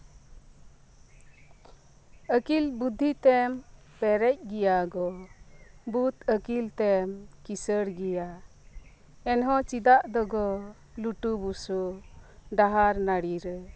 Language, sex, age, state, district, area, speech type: Santali, female, 45-60, West Bengal, Birbhum, rural, spontaneous